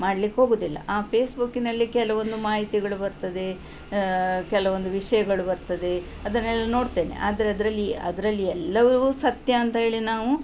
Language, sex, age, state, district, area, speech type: Kannada, female, 60+, Karnataka, Udupi, rural, spontaneous